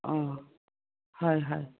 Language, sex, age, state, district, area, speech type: Assamese, female, 60+, Assam, Udalguri, rural, conversation